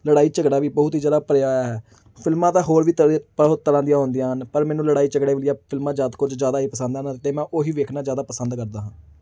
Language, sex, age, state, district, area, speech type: Punjabi, male, 18-30, Punjab, Amritsar, urban, spontaneous